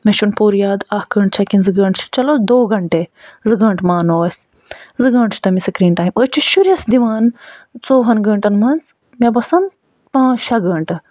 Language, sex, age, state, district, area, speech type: Kashmiri, female, 45-60, Jammu and Kashmir, Budgam, rural, spontaneous